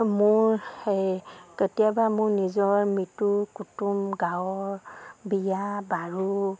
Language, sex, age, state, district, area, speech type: Assamese, female, 45-60, Assam, Sivasagar, rural, spontaneous